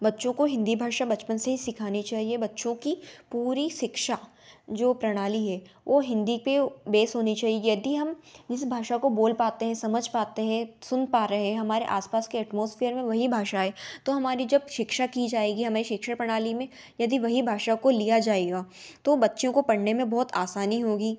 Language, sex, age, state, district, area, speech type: Hindi, female, 18-30, Madhya Pradesh, Ujjain, urban, spontaneous